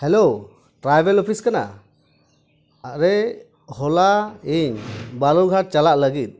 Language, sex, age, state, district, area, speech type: Santali, male, 30-45, West Bengal, Dakshin Dinajpur, rural, spontaneous